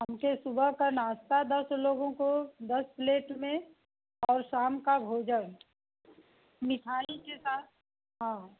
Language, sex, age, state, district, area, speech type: Hindi, female, 45-60, Uttar Pradesh, Mau, rural, conversation